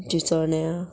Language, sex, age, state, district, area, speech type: Goan Konkani, female, 45-60, Goa, Murmgao, urban, spontaneous